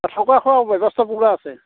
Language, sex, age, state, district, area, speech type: Assamese, male, 45-60, Assam, Barpeta, rural, conversation